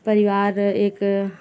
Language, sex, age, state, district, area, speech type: Hindi, female, 30-45, Uttar Pradesh, Bhadohi, rural, spontaneous